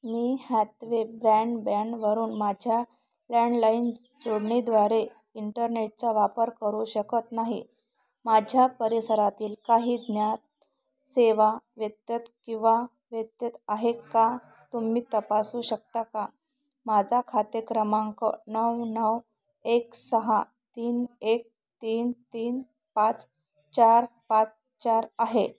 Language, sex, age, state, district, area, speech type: Marathi, female, 30-45, Maharashtra, Thane, urban, read